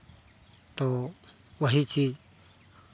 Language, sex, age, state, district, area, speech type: Hindi, male, 30-45, Bihar, Madhepura, rural, spontaneous